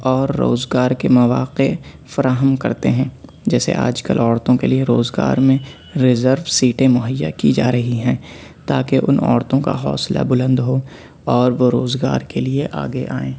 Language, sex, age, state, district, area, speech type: Urdu, male, 18-30, Delhi, Central Delhi, urban, spontaneous